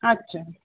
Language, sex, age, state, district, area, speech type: Sindhi, female, 45-60, Uttar Pradesh, Lucknow, urban, conversation